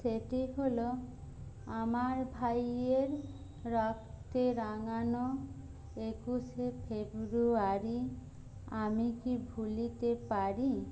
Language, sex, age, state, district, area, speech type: Bengali, female, 30-45, West Bengal, Jhargram, rural, spontaneous